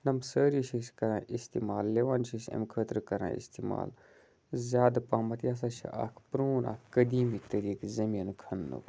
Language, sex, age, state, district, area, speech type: Kashmiri, male, 18-30, Jammu and Kashmir, Budgam, rural, spontaneous